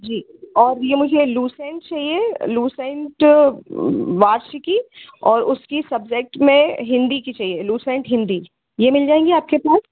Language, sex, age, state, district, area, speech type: Hindi, female, 30-45, Madhya Pradesh, Hoshangabad, urban, conversation